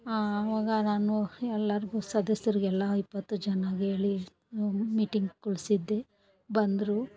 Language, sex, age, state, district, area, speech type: Kannada, female, 45-60, Karnataka, Bangalore Rural, rural, spontaneous